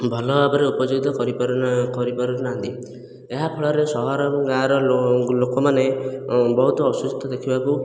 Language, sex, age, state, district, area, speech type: Odia, male, 18-30, Odisha, Khordha, rural, spontaneous